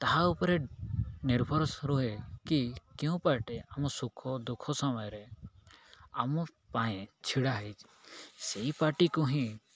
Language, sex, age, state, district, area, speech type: Odia, male, 18-30, Odisha, Koraput, urban, spontaneous